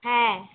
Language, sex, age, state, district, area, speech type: Bengali, female, 18-30, West Bengal, Cooch Behar, urban, conversation